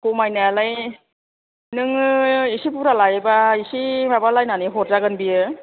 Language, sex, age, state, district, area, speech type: Bodo, female, 45-60, Assam, Kokrajhar, urban, conversation